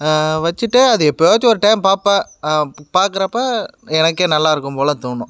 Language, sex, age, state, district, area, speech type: Tamil, male, 18-30, Tamil Nadu, Kallakurichi, urban, spontaneous